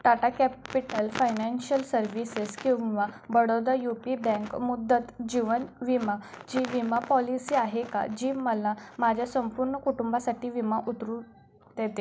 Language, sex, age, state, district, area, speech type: Marathi, female, 18-30, Maharashtra, Sangli, rural, read